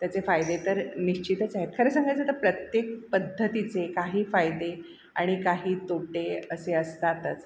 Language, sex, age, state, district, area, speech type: Marathi, female, 60+, Maharashtra, Mumbai Suburban, urban, spontaneous